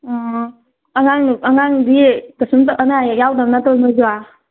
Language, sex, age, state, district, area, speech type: Manipuri, female, 18-30, Manipur, Kangpokpi, urban, conversation